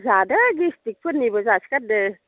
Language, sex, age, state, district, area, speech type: Bodo, female, 60+, Assam, Baksa, urban, conversation